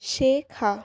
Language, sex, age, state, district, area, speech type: Bengali, female, 18-30, West Bengal, Jalpaiguri, rural, read